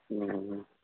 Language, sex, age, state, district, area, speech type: Manipuri, male, 45-60, Manipur, Churachandpur, rural, conversation